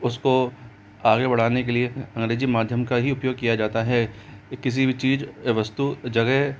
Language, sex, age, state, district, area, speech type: Hindi, male, 45-60, Rajasthan, Jaipur, urban, spontaneous